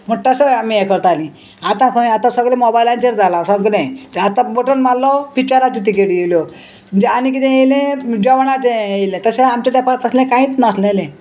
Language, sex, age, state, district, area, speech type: Goan Konkani, female, 60+, Goa, Salcete, rural, spontaneous